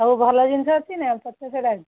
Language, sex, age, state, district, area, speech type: Odia, female, 60+, Odisha, Jharsuguda, rural, conversation